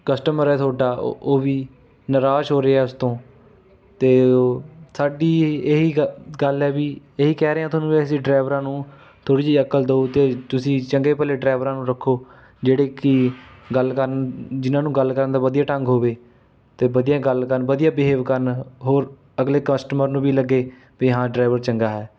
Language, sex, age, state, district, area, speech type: Punjabi, male, 18-30, Punjab, Rupnagar, rural, spontaneous